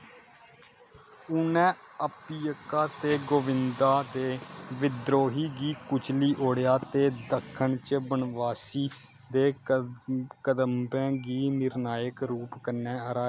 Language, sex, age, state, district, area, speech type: Dogri, male, 18-30, Jammu and Kashmir, Kathua, rural, read